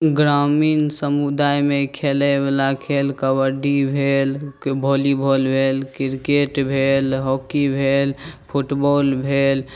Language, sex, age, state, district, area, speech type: Maithili, male, 18-30, Bihar, Saharsa, rural, spontaneous